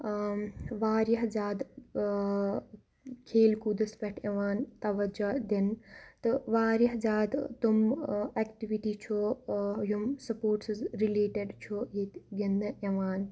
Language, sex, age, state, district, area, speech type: Kashmiri, female, 18-30, Jammu and Kashmir, Kupwara, rural, spontaneous